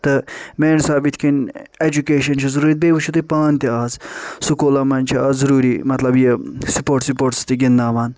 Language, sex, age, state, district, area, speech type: Kashmiri, male, 30-45, Jammu and Kashmir, Ganderbal, urban, spontaneous